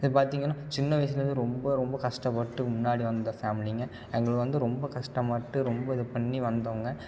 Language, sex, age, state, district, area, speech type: Tamil, male, 18-30, Tamil Nadu, Tiruppur, rural, spontaneous